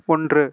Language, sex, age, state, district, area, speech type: Tamil, male, 18-30, Tamil Nadu, Erode, rural, read